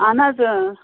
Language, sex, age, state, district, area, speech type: Kashmiri, female, 18-30, Jammu and Kashmir, Pulwama, rural, conversation